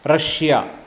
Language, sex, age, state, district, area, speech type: Sanskrit, male, 45-60, Karnataka, Uttara Kannada, rural, spontaneous